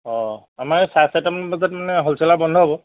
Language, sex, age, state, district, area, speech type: Assamese, male, 45-60, Assam, Golaghat, rural, conversation